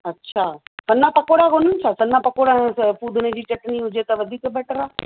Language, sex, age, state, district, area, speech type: Sindhi, female, 60+, Rajasthan, Ajmer, urban, conversation